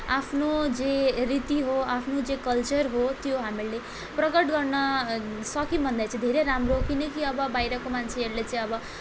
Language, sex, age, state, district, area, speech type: Nepali, female, 18-30, West Bengal, Darjeeling, rural, spontaneous